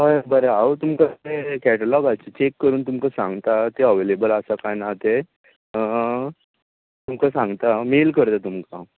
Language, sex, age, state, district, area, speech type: Goan Konkani, male, 45-60, Goa, Tiswadi, rural, conversation